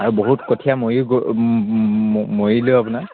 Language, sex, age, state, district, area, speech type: Assamese, male, 18-30, Assam, Charaideo, rural, conversation